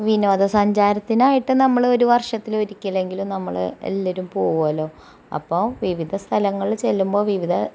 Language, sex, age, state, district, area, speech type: Malayalam, female, 30-45, Kerala, Malappuram, rural, spontaneous